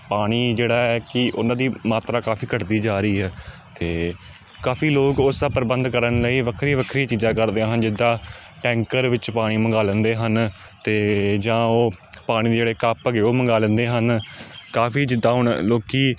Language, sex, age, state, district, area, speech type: Punjabi, male, 30-45, Punjab, Amritsar, urban, spontaneous